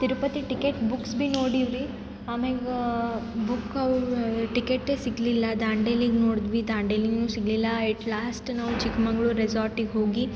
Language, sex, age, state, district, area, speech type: Kannada, female, 18-30, Karnataka, Gulbarga, urban, spontaneous